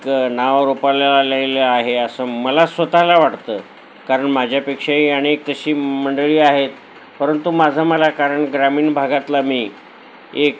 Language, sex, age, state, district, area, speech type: Marathi, male, 60+, Maharashtra, Nanded, urban, spontaneous